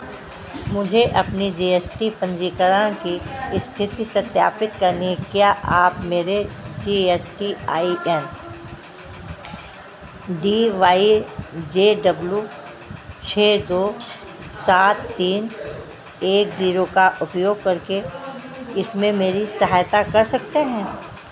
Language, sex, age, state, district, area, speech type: Hindi, female, 60+, Uttar Pradesh, Sitapur, rural, read